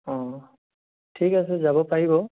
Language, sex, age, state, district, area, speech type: Assamese, male, 18-30, Assam, Lakhimpur, rural, conversation